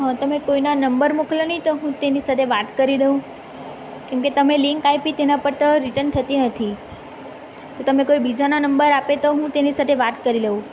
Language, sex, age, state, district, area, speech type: Gujarati, female, 18-30, Gujarat, Valsad, urban, spontaneous